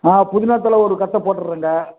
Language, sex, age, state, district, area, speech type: Tamil, male, 45-60, Tamil Nadu, Dharmapuri, rural, conversation